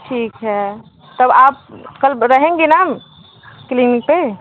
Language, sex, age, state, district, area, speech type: Hindi, female, 18-30, Uttar Pradesh, Mirzapur, urban, conversation